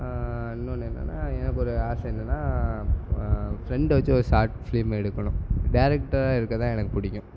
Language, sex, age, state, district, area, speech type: Tamil, male, 18-30, Tamil Nadu, Tirunelveli, rural, spontaneous